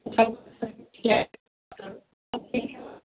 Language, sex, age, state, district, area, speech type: Marathi, male, 30-45, Maharashtra, Amravati, rural, conversation